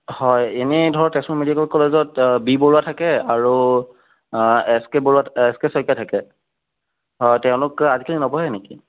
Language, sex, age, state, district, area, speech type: Assamese, male, 30-45, Assam, Sonitpur, urban, conversation